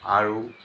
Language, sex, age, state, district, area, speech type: Assamese, male, 60+, Assam, Lakhimpur, urban, spontaneous